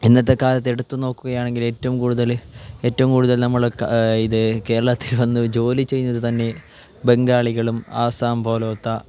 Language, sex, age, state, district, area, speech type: Malayalam, male, 18-30, Kerala, Kasaragod, urban, spontaneous